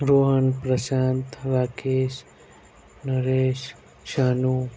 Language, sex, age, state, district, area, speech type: Marathi, male, 30-45, Maharashtra, Nagpur, rural, spontaneous